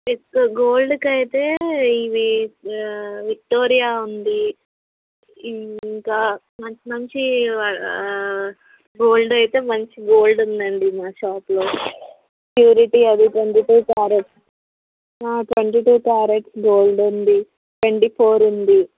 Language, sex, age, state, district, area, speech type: Telugu, female, 30-45, Andhra Pradesh, Guntur, rural, conversation